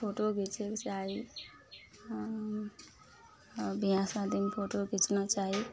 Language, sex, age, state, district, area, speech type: Maithili, female, 45-60, Bihar, Araria, rural, spontaneous